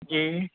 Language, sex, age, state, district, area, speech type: Urdu, male, 45-60, Uttar Pradesh, Gautam Buddha Nagar, urban, conversation